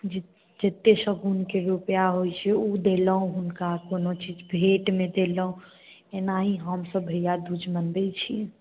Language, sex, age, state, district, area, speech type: Maithili, female, 18-30, Bihar, Samastipur, urban, conversation